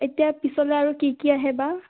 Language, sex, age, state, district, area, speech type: Assamese, female, 18-30, Assam, Biswanath, rural, conversation